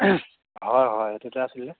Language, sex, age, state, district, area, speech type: Assamese, male, 45-60, Assam, Majuli, urban, conversation